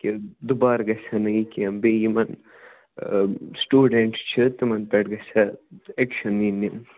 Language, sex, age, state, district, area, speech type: Kashmiri, male, 18-30, Jammu and Kashmir, Budgam, rural, conversation